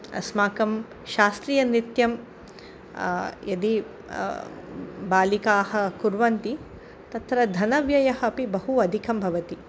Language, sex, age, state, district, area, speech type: Sanskrit, female, 45-60, Karnataka, Udupi, urban, spontaneous